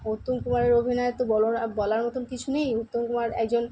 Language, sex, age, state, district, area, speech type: Bengali, female, 45-60, West Bengal, Kolkata, urban, spontaneous